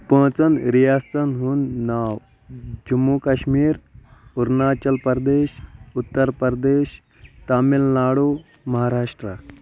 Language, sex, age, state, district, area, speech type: Kashmiri, male, 30-45, Jammu and Kashmir, Kulgam, rural, spontaneous